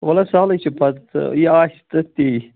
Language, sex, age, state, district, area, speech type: Kashmiri, male, 30-45, Jammu and Kashmir, Budgam, rural, conversation